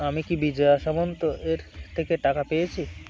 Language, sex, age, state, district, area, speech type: Bengali, male, 18-30, West Bengal, Uttar Dinajpur, urban, read